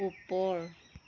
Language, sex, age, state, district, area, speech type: Assamese, female, 60+, Assam, Dhemaji, rural, read